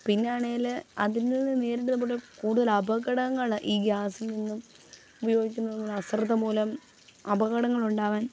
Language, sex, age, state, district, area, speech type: Malayalam, female, 18-30, Kerala, Pathanamthitta, rural, spontaneous